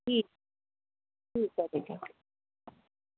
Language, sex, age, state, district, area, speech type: Marathi, female, 30-45, Maharashtra, Nagpur, urban, conversation